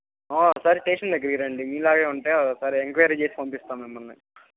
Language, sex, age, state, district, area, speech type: Telugu, male, 18-30, Andhra Pradesh, Guntur, rural, conversation